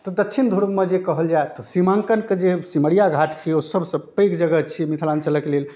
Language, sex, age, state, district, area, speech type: Maithili, male, 30-45, Bihar, Darbhanga, rural, spontaneous